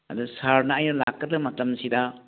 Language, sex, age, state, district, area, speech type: Manipuri, male, 60+, Manipur, Churachandpur, urban, conversation